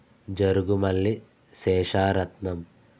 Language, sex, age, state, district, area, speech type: Telugu, male, 18-30, Andhra Pradesh, East Godavari, rural, spontaneous